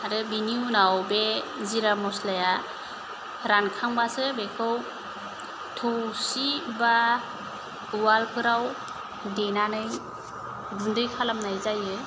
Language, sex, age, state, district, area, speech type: Bodo, female, 30-45, Assam, Kokrajhar, rural, spontaneous